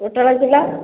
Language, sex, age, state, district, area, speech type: Odia, female, 30-45, Odisha, Khordha, rural, conversation